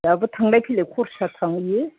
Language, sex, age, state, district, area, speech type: Bodo, female, 60+, Assam, Kokrajhar, urban, conversation